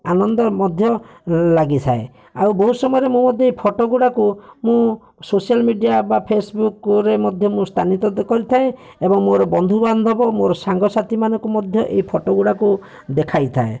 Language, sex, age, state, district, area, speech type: Odia, male, 30-45, Odisha, Bhadrak, rural, spontaneous